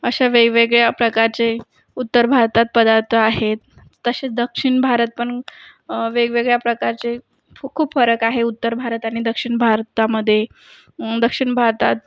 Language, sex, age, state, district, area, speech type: Marathi, female, 18-30, Maharashtra, Buldhana, urban, spontaneous